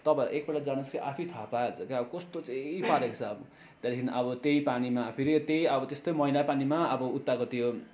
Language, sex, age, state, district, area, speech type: Nepali, male, 30-45, West Bengal, Darjeeling, rural, spontaneous